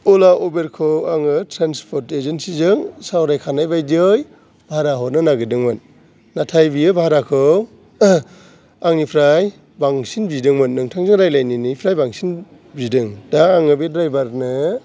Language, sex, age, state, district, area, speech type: Bodo, male, 45-60, Assam, Kokrajhar, urban, spontaneous